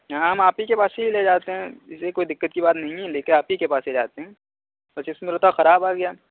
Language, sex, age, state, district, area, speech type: Urdu, male, 30-45, Uttar Pradesh, Muzaffarnagar, urban, conversation